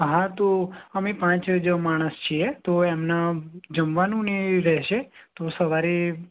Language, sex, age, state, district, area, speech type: Gujarati, male, 18-30, Gujarat, Anand, rural, conversation